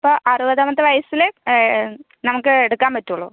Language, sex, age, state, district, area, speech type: Malayalam, female, 30-45, Kerala, Palakkad, rural, conversation